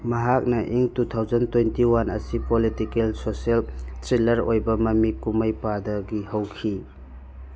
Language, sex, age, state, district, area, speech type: Manipuri, male, 30-45, Manipur, Churachandpur, rural, read